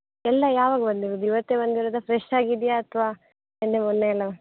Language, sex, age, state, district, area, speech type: Kannada, female, 18-30, Karnataka, Dakshina Kannada, rural, conversation